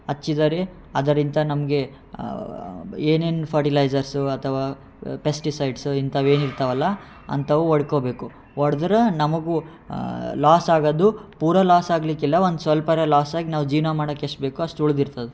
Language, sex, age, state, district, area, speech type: Kannada, male, 18-30, Karnataka, Yadgir, urban, spontaneous